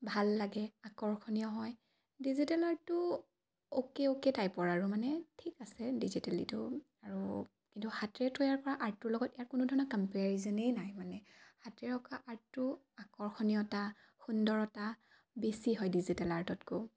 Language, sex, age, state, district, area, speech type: Assamese, female, 18-30, Assam, Dibrugarh, rural, spontaneous